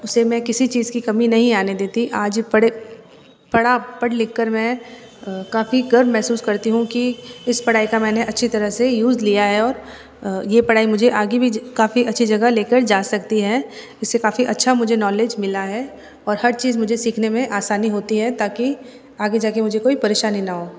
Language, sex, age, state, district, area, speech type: Hindi, female, 30-45, Rajasthan, Jodhpur, urban, spontaneous